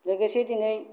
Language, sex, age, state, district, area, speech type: Bodo, male, 45-60, Assam, Kokrajhar, urban, spontaneous